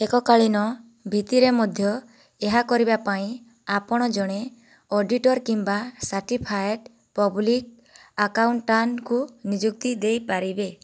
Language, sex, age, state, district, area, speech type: Odia, female, 18-30, Odisha, Boudh, rural, read